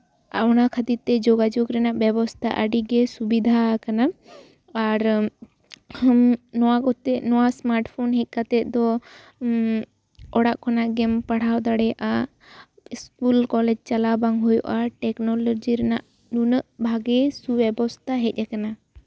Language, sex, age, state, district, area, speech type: Santali, female, 18-30, West Bengal, Jhargram, rural, spontaneous